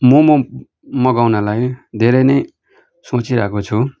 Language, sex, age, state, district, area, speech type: Nepali, male, 18-30, West Bengal, Darjeeling, rural, spontaneous